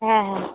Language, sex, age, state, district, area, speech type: Bengali, female, 18-30, West Bengal, Cooch Behar, urban, conversation